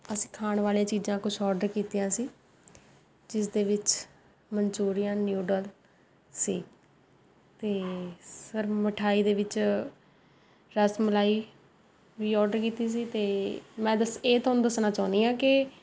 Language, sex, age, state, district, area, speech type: Punjabi, female, 30-45, Punjab, Rupnagar, rural, spontaneous